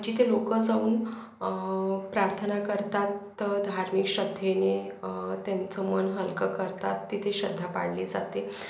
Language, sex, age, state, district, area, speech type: Marathi, female, 30-45, Maharashtra, Yavatmal, urban, spontaneous